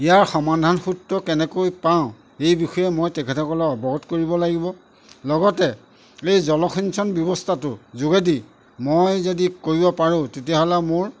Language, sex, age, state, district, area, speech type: Assamese, male, 45-60, Assam, Majuli, rural, spontaneous